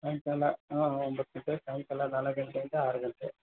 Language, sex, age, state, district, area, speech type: Kannada, male, 45-60, Karnataka, Ramanagara, urban, conversation